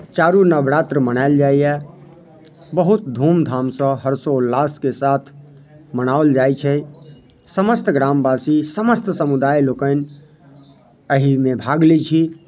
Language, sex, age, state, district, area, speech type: Maithili, male, 30-45, Bihar, Muzaffarpur, rural, spontaneous